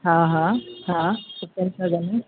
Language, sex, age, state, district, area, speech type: Sindhi, female, 60+, Delhi, South Delhi, urban, conversation